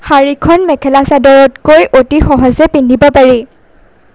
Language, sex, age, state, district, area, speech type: Assamese, female, 18-30, Assam, Darrang, rural, spontaneous